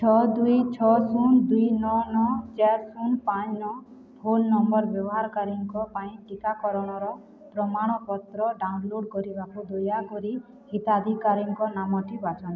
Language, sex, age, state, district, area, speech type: Odia, female, 18-30, Odisha, Balangir, urban, read